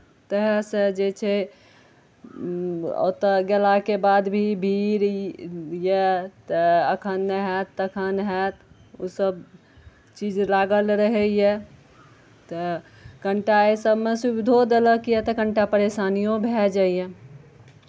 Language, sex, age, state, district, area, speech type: Maithili, female, 45-60, Bihar, Araria, rural, spontaneous